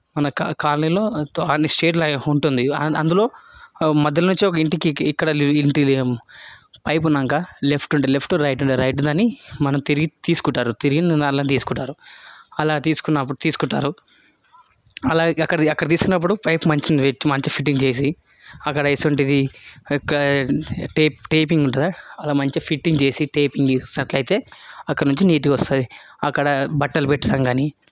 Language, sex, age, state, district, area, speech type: Telugu, male, 18-30, Telangana, Hyderabad, urban, spontaneous